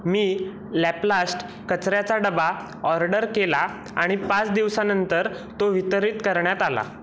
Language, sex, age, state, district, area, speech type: Marathi, male, 18-30, Maharashtra, Raigad, rural, read